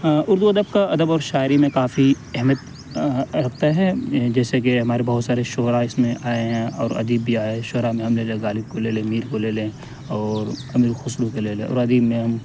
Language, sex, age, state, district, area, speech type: Urdu, male, 18-30, Delhi, North West Delhi, urban, spontaneous